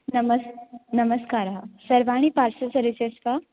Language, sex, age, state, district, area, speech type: Sanskrit, female, 18-30, Maharashtra, Sangli, rural, conversation